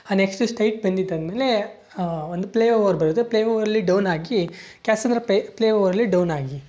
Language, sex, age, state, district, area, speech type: Kannada, male, 18-30, Karnataka, Tumkur, urban, spontaneous